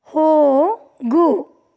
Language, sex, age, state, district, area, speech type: Kannada, female, 30-45, Karnataka, Shimoga, rural, read